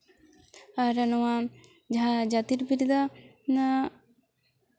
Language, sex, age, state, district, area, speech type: Santali, female, 18-30, West Bengal, Jhargram, rural, spontaneous